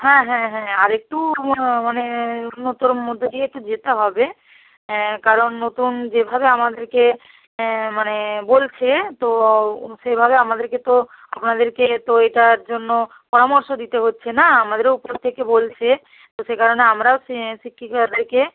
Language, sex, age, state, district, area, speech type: Bengali, female, 45-60, West Bengal, Bankura, urban, conversation